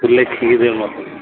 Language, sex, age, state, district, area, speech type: Odia, male, 60+, Odisha, Sundergarh, urban, conversation